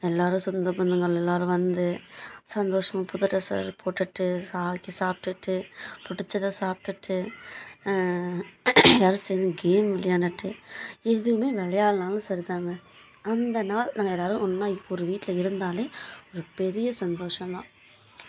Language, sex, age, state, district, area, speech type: Tamil, female, 18-30, Tamil Nadu, Kallakurichi, urban, spontaneous